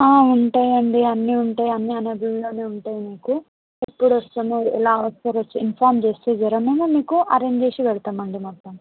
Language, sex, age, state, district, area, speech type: Telugu, other, 18-30, Telangana, Mahbubnagar, rural, conversation